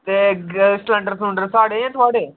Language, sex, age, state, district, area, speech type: Dogri, male, 18-30, Jammu and Kashmir, Kathua, rural, conversation